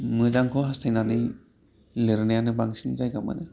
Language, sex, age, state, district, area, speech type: Bodo, male, 30-45, Assam, Udalguri, urban, spontaneous